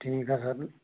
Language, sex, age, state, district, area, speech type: Hindi, male, 30-45, Rajasthan, Bharatpur, rural, conversation